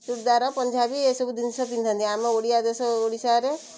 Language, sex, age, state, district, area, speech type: Odia, female, 45-60, Odisha, Kendrapara, urban, spontaneous